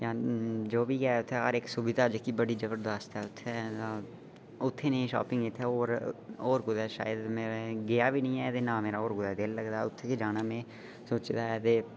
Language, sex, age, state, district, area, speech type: Dogri, male, 18-30, Jammu and Kashmir, Udhampur, rural, spontaneous